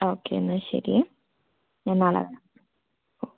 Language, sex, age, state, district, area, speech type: Malayalam, female, 18-30, Kerala, Kannur, rural, conversation